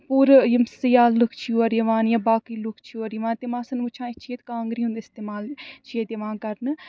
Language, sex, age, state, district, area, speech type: Kashmiri, female, 30-45, Jammu and Kashmir, Srinagar, urban, spontaneous